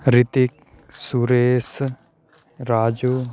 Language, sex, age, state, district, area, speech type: Sanskrit, male, 18-30, Madhya Pradesh, Katni, rural, spontaneous